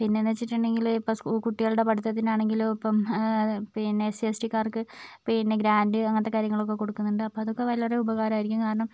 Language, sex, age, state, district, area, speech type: Malayalam, female, 18-30, Kerala, Wayanad, rural, spontaneous